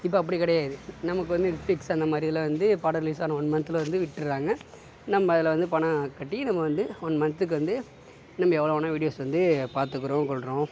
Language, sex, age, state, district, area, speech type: Tamil, male, 60+, Tamil Nadu, Sivaganga, urban, spontaneous